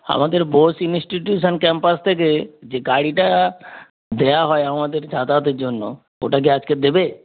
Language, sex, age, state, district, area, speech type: Bengali, male, 30-45, West Bengal, Darjeeling, rural, conversation